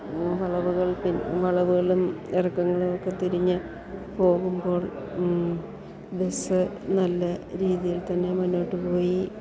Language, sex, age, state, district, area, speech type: Malayalam, female, 60+, Kerala, Idukki, rural, spontaneous